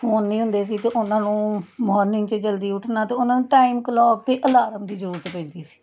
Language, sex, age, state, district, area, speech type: Punjabi, female, 30-45, Punjab, Tarn Taran, urban, spontaneous